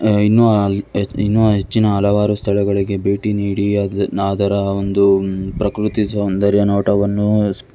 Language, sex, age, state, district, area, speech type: Kannada, male, 18-30, Karnataka, Tumkur, urban, spontaneous